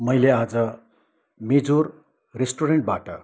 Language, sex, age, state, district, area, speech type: Nepali, male, 60+, West Bengal, Kalimpong, rural, spontaneous